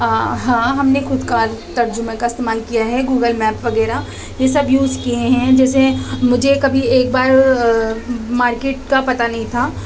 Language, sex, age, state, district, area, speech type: Urdu, female, 30-45, Delhi, East Delhi, urban, spontaneous